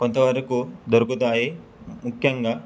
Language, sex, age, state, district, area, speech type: Telugu, male, 18-30, Telangana, Suryapet, urban, spontaneous